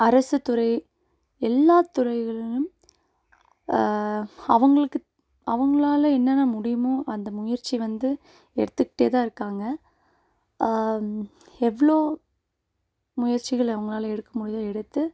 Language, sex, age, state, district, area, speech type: Tamil, female, 18-30, Tamil Nadu, Nilgiris, urban, spontaneous